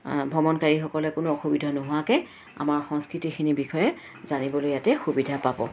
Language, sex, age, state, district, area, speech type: Assamese, female, 45-60, Assam, Kamrup Metropolitan, urban, spontaneous